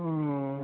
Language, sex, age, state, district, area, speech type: Maithili, male, 45-60, Bihar, Araria, rural, conversation